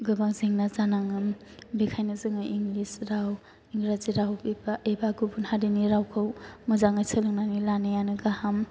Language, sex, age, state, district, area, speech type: Bodo, male, 18-30, Assam, Chirang, rural, spontaneous